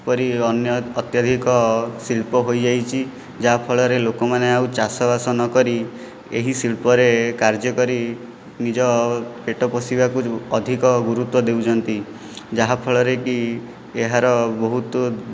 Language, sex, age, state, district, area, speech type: Odia, male, 18-30, Odisha, Jajpur, rural, spontaneous